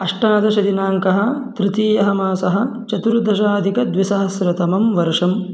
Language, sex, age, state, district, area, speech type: Sanskrit, male, 18-30, Karnataka, Mandya, rural, spontaneous